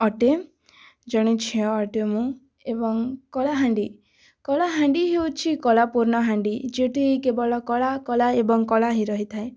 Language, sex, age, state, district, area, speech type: Odia, female, 18-30, Odisha, Kalahandi, rural, spontaneous